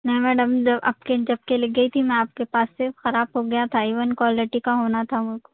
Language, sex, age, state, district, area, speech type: Urdu, female, 18-30, Telangana, Hyderabad, urban, conversation